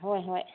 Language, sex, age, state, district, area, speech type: Manipuri, female, 60+, Manipur, Kangpokpi, urban, conversation